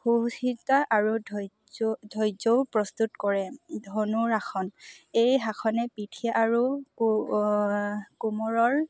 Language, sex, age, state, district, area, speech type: Assamese, female, 18-30, Assam, Lakhimpur, urban, spontaneous